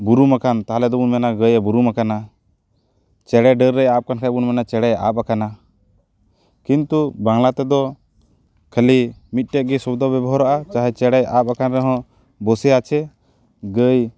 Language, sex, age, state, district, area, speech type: Santali, male, 30-45, West Bengal, Paschim Bardhaman, rural, spontaneous